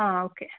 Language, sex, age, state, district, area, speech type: Malayalam, female, 18-30, Kerala, Kannur, rural, conversation